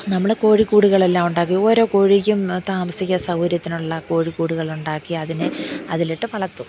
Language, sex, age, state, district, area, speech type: Malayalam, female, 45-60, Kerala, Thiruvananthapuram, urban, spontaneous